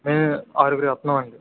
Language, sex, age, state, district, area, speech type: Telugu, male, 45-60, Andhra Pradesh, Kakinada, urban, conversation